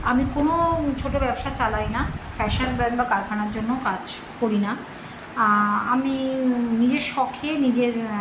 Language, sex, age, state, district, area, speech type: Bengali, female, 45-60, West Bengal, Birbhum, urban, spontaneous